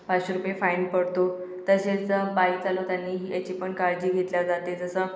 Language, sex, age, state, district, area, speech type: Marathi, female, 18-30, Maharashtra, Akola, urban, spontaneous